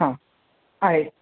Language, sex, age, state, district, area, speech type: Sindhi, male, 18-30, Uttar Pradesh, Lucknow, urban, conversation